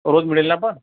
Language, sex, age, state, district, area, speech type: Marathi, male, 30-45, Maharashtra, Akola, urban, conversation